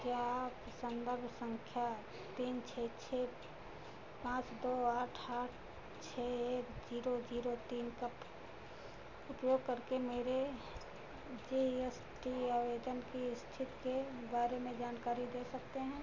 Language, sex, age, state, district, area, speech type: Hindi, female, 60+, Uttar Pradesh, Ayodhya, urban, read